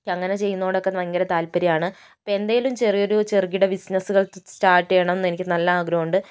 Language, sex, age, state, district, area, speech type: Malayalam, female, 60+, Kerala, Kozhikode, rural, spontaneous